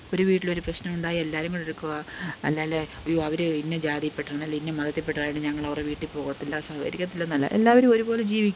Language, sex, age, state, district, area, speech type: Malayalam, female, 45-60, Kerala, Pathanamthitta, rural, spontaneous